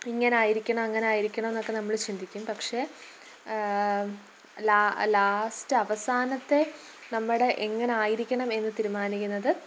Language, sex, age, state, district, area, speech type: Malayalam, female, 18-30, Kerala, Pathanamthitta, rural, spontaneous